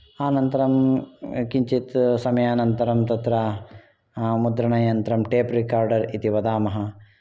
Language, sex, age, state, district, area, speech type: Sanskrit, male, 45-60, Karnataka, Shimoga, urban, spontaneous